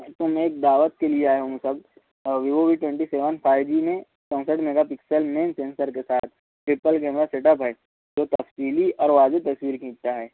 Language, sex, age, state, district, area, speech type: Urdu, male, 60+, Maharashtra, Nashik, urban, conversation